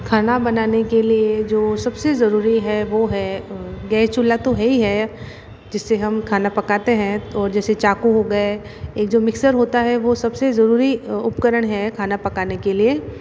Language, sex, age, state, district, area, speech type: Hindi, female, 60+, Rajasthan, Jodhpur, urban, spontaneous